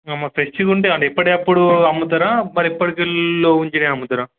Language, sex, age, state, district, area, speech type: Telugu, male, 18-30, Telangana, Wanaparthy, urban, conversation